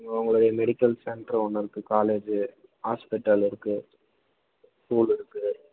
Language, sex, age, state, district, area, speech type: Tamil, male, 18-30, Tamil Nadu, Vellore, rural, conversation